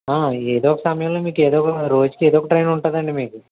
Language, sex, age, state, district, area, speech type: Telugu, male, 60+, Andhra Pradesh, Konaseema, urban, conversation